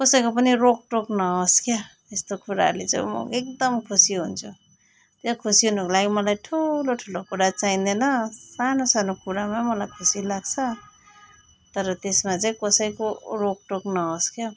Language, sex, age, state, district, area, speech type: Nepali, female, 30-45, West Bengal, Darjeeling, rural, spontaneous